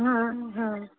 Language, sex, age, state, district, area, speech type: Marathi, female, 45-60, Maharashtra, Ratnagiri, rural, conversation